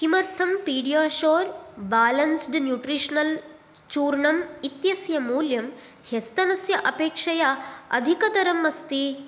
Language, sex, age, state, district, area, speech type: Sanskrit, female, 18-30, Karnataka, Dakshina Kannada, rural, read